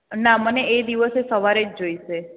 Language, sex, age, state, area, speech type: Gujarati, female, 30-45, Gujarat, urban, conversation